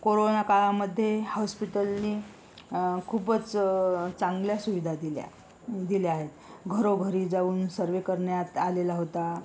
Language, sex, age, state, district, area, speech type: Marathi, female, 45-60, Maharashtra, Yavatmal, rural, spontaneous